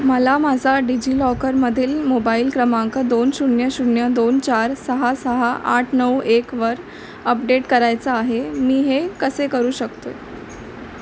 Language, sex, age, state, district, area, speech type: Marathi, female, 18-30, Maharashtra, Mumbai Suburban, urban, read